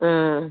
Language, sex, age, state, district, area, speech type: Tamil, female, 30-45, Tamil Nadu, Pudukkottai, rural, conversation